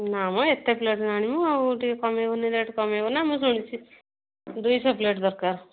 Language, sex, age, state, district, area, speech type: Odia, female, 30-45, Odisha, Kendujhar, urban, conversation